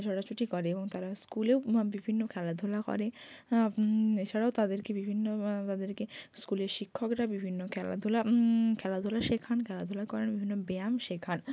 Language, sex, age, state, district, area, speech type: Bengali, female, 18-30, West Bengal, Hooghly, urban, spontaneous